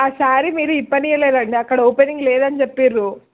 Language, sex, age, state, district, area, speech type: Telugu, female, 18-30, Telangana, Nirmal, rural, conversation